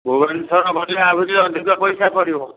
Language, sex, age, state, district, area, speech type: Odia, male, 60+, Odisha, Angul, rural, conversation